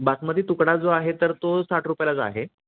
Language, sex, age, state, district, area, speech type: Marathi, male, 30-45, Maharashtra, Kolhapur, urban, conversation